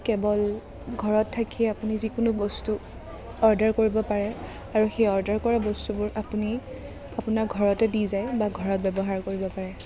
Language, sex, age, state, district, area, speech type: Assamese, female, 30-45, Assam, Kamrup Metropolitan, urban, spontaneous